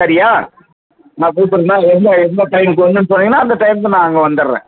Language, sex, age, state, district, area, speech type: Tamil, male, 60+, Tamil Nadu, Viluppuram, rural, conversation